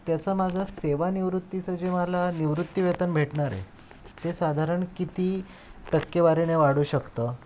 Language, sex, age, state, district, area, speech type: Marathi, male, 30-45, Maharashtra, Ratnagiri, urban, spontaneous